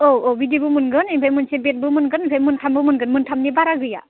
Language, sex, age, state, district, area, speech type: Bodo, female, 18-30, Assam, Udalguri, rural, conversation